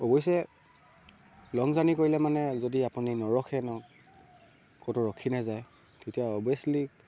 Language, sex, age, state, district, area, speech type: Assamese, male, 18-30, Assam, Sivasagar, rural, spontaneous